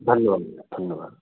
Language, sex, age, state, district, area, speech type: Hindi, male, 18-30, Madhya Pradesh, Jabalpur, urban, conversation